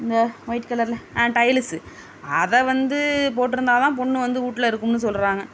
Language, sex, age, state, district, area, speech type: Tamil, female, 30-45, Tamil Nadu, Tiruvarur, rural, spontaneous